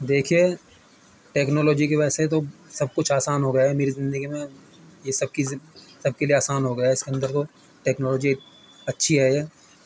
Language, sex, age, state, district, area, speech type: Urdu, male, 45-60, Uttar Pradesh, Muzaffarnagar, urban, spontaneous